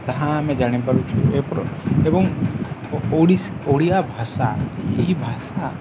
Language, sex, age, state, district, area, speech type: Odia, male, 30-45, Odisha, Balangir, urban, spontaneous